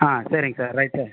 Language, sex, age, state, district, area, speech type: Tamil, male, 30-45, Tamil Nadu, Pudukkottai, rural, conversation